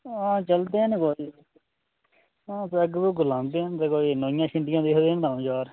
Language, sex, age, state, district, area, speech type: Dogri, male, 18-30, Jammu and Kashmir, Udhampur, rural, conversation